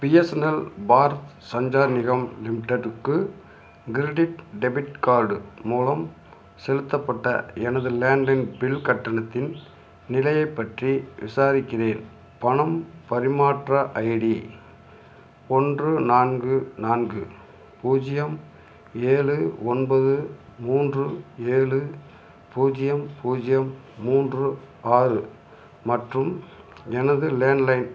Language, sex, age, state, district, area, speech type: Tamil, male, 45-60, Tamil Nadu, Madurai, rural, read